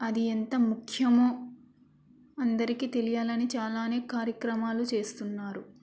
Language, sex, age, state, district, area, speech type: Telugu, female, 18-30, Andhra Pradesh, Krishna, urban, spontaneous